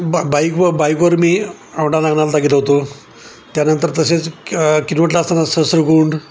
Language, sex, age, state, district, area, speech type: Marathi, male, 60+, Maharashtra, Nanded, rural, spontaneous